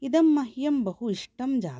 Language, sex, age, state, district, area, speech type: Sanskrit, female, 45-60, Karnataka, Bangalore Urban, urban, spontaneous